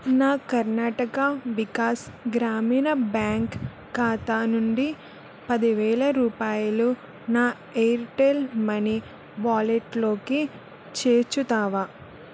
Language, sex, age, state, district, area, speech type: Telugu, female, 18-30, Andhra Pradesh, Kakinada, urban, read